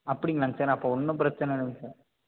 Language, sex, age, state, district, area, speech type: Tamil, male, 18-30, Tamil Nadu, Tiruppur, rural, conversation